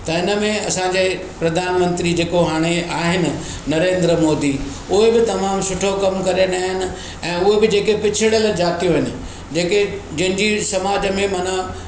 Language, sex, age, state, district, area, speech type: Sindhi, male, 60+, Maharashtra, Mumbai Suburban, urban, spontaneous